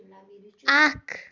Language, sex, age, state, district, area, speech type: Kashmiri, female, 18-30, Jammu and Kashmir, Baramulla, rural, read